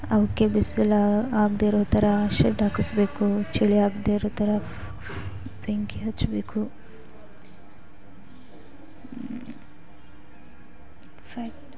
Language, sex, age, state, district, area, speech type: Kannada, female, 18-30, Karnataka, Gadag, rural, spontaneous